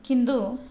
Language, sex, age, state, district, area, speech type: Sanskrit, female, 45-60, Kerala, Thrissur, urban, spontaneous